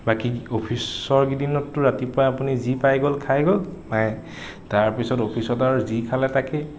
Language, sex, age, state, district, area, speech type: Assamese, male, 18-30, Assam, Nagaon, rural, spontaneous